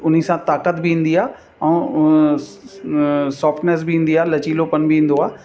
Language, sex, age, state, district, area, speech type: Sindhi, male, 60+, Uttar Pradesh, Lucknow, urban, spontaneous